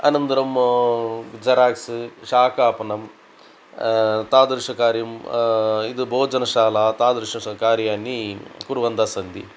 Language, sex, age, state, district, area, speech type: Sanskrit, male, 60+, Tamil Nadu, Coimbatore, urban, spontaneous